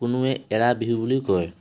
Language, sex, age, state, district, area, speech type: Assamese, male, 18-30, Assam, Tinsukia, urban, spontaneous